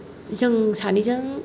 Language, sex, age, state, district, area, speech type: Bodo, female, 30-45, Assam, Kokrajhar, rural, spontaneous